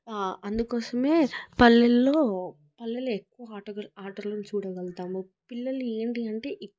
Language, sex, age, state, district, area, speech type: Telugu, female, 18-30, Telangana, Hyderabad, urban, spontaneous